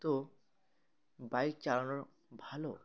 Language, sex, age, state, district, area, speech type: Bengali, male, 18-30, West Bengal, Uttar Dinajpur, urban, spontaneous